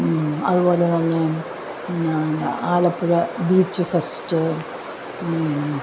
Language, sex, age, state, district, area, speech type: Malayalam, female, 45-60, Kerala, Alappuzha, urban, spontaneous